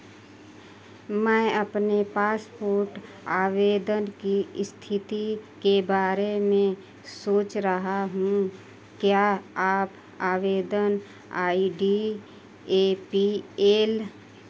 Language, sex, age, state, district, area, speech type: Hindi, female, 30-45, Uttar Pradesh, Mau, rural, read